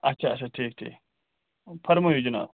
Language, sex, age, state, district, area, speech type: Kashmiri, male, 18-30, Jammu and Kashmir, Ganderbal, rural, conversation